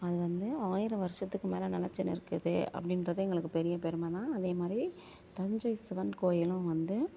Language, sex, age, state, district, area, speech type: Tamil, female, 45-60, Tamil Nadu, Thanjavur, rural, spontaneous